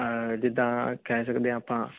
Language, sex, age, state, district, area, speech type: Punjabi, male, 18-30, Punjab, Fazilka, rural, conversation